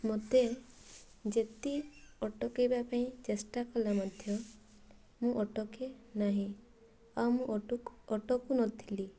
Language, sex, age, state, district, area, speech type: Odia, female, 18-30, Odisha, Mayurbhanj, rural, spontaneous